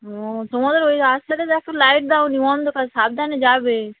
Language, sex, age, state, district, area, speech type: Bengali, female, 45-60, West Bengal, North 24 Parganas, urban, conversation